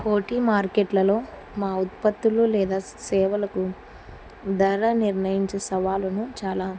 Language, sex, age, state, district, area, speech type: Telugu, female, 45-60, Andhra Pradesh, Kurnool, rural, spontaneous